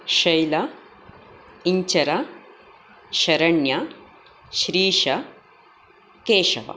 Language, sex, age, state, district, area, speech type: Sanskrit, female, 45-60, Karnataka, Dakshina Kannada, urban, spontaneous